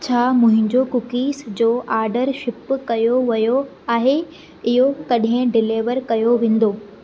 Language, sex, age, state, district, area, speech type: Sindhi, female, 18-30, Maharashtra, Thane, urban, read